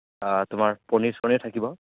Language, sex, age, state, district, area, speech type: Assamese, male, 18-30, Assam, Kamrup Metropolitan, rural, conversation